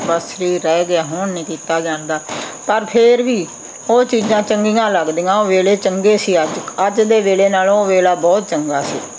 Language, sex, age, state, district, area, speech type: Punjabi, female, 60+, Punjab, Muktsar, urban, spontaneous